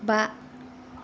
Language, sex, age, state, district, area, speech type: Bodo, female, 45-60, Assam, Chirang, rural, read